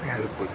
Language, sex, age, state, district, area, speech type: Malayalam, male, 45-60, Kerala, Kottayam, urban, spontaneous